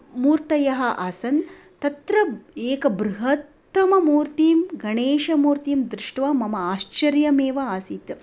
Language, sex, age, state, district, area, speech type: Sanskrit, female, 30-45, Tamil Nadu, Coimbatore, rural, spontaneous